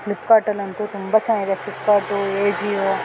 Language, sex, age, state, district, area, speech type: Kannada, female, 30-45, Karnataka, Mandya, urban, spontaneous